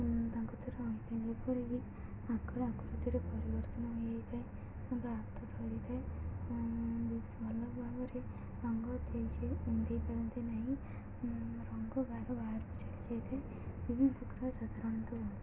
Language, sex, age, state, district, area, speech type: Odia, female, 18-30, Odisha, Sundergarh, urban, spontaneous